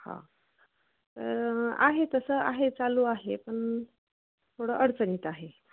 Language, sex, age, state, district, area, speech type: Marathi, female, 30-45, Maharashtra, Thane, urban, conversation